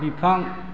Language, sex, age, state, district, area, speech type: Bodo, male, 60+, Assam, Chirang, rural, read